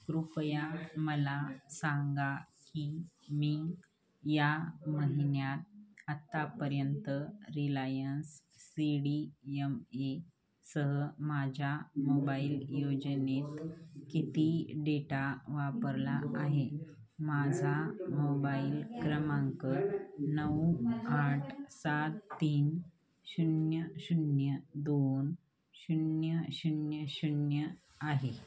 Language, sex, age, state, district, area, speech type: Marathi, female, 30-45, Maharashtra, Hingoli, urban, read